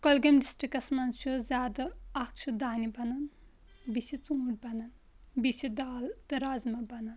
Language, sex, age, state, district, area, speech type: Kashmiri, female, 18-30, Jammu and Kashmir, Kulgam, rural, spontaneous